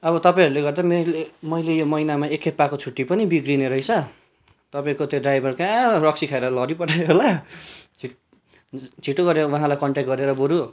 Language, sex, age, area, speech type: Nepali, male, 18-30, rural, spontaneous